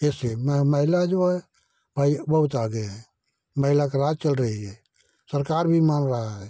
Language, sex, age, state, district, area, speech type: Hindi, male, 60+, Uttar Pradesh, Jaunpur, rural, spontaneous